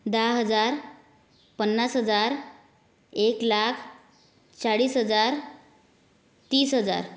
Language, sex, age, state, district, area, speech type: Marathi, female, 18-30, Maharashtra, Yavatmal, rural, spontaneous